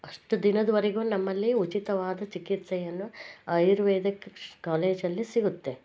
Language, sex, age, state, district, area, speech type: Kannada, female, 45-60, Karnataka, Koppal, rural, spontaneous